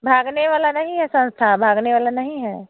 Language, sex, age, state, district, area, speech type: Hindi, female, 45-60, Bihar, Samastipur, rural, conversation